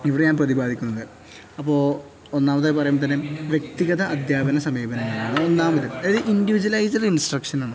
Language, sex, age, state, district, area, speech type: Malayalam, male, 18-30, Kerala, Kozhikode, rural, spontaneous